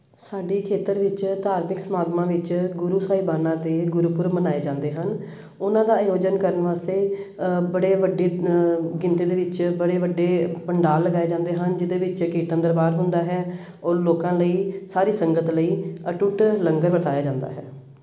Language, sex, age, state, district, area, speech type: Punjabi, female, 45-60, Punjab, Amritsar, urban, spontaneous